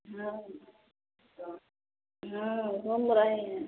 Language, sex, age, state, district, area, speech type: Hindi, female, 30-45, Bihar, Vaishali, rural, conversation